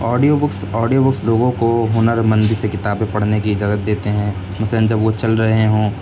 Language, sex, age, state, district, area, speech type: Urdu, male, 18-30, Uttar Pradesh, Siddharthnagar, rural, spontaneous